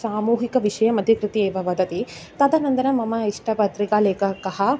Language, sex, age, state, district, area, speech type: Sanskrit, female, 18-30, Kerala, Kannur, urban, spontaneous